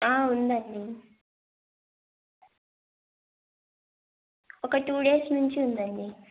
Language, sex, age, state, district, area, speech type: Telugu, female, 18-30, Andhra Pradesh, Annamaya, rural, conversation